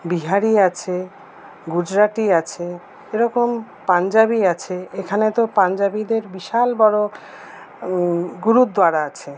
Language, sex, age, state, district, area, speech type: Bengali, female, 45-60, West Bengal, Paschim Bardhaman, urban, spontaneous